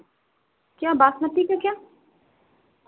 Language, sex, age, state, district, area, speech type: Hindi, female, 30-45, Uttar Pradesh, Sitapur, rural, conversation